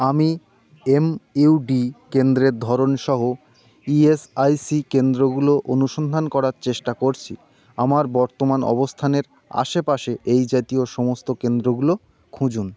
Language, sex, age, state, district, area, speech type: Bengali, male, 30-45, West Bengal, North 24 Parganas, rural, read